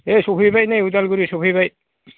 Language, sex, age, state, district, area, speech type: Bodo, male, 45-60, Assam, Udalguri, rural, conversation